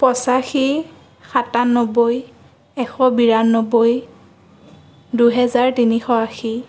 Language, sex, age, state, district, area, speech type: Assamese, female, 18-30, Assam, Sonitpur, urban, spontaneous